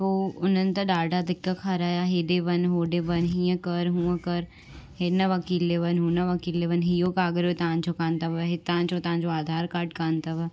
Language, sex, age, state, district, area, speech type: Sindhi, female, 18-30, Gujarat, Surat, urban, spontaneous